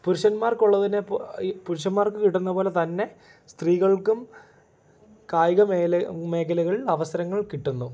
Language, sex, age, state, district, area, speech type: Malayalam, male, 18-30, Kerala, Idukki, rural, spontaneous